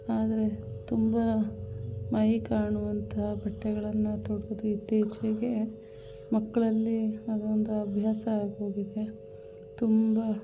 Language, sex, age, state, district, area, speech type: Kannada, female, 60+, Karnataka, Kolar, rural, spontaneous